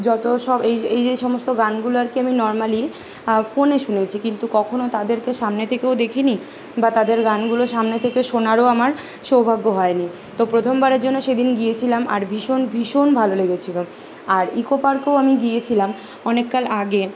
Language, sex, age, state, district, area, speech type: Bengali, female, 18-30, West Bengal, Kolkata, urban, spontaneous